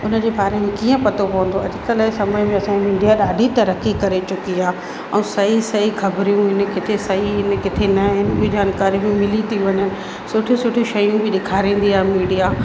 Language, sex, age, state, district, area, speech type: Sindhi, female, 30-45, Madhya Pradesh, Katni, urban, spontaneous